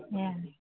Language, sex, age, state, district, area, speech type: Assamese, female, 45-60, Assam, Sivasagar, rural, conversation